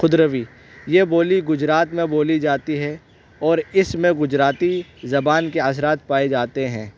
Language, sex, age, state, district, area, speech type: Urdu, male, 18-30, Delhi, North West Delhi, urban, spontaneous